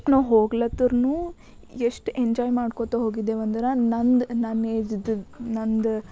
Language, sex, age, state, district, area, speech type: Kannada, female, 18-30, Karnataka, Bidar, urban, spontaneous